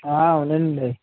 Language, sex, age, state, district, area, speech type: Telugu, male, 18-30, Andhra Pradesh, Konaseema, rural, conversation